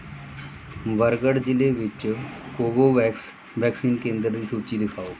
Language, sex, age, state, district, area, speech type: Punjabi, male, 45-60, Punjab, Mohali, rural, read